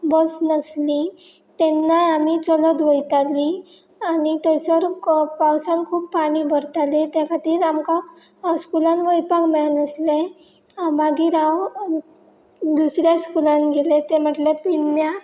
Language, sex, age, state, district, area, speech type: Goan Konkani, female, 18-30, Goa, Pernem, rural, spontaneous